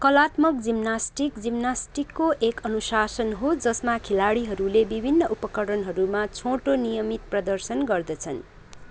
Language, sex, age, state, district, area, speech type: Nepali, other, 30-45, West Bengal, Kalimpong, rural, read